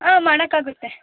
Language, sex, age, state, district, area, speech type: Kannada, female, 18-30, Karnataka, Mysore, urban, conversation